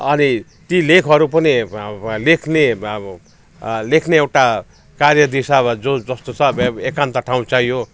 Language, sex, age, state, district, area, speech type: Nepali, male, 60+, West Bengal, Jalpaiguri, urban, spontaneous